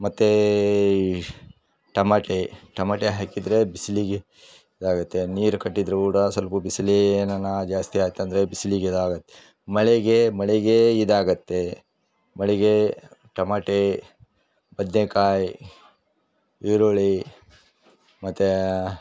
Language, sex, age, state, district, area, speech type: Kannada, male, 30-45, Karnataka, Vijayanagara, rural, spontaneous